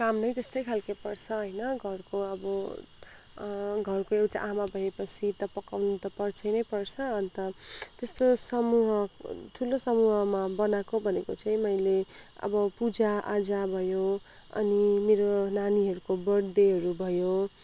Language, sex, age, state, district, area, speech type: Nepali, female, 45-60, West Bengal, Kalimpong, rural, spontaneous